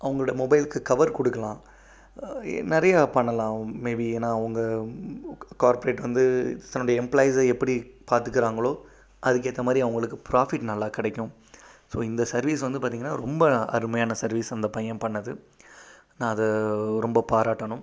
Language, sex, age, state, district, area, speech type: Tamil, male, 30-45, Tamil Nadu, Pudukkottai, rural, spontaneous